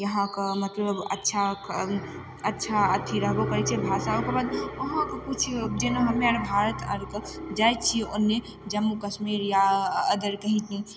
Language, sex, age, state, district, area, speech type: Maithili, female, 18-30, Bihar, Begusarai, urban, spontaneous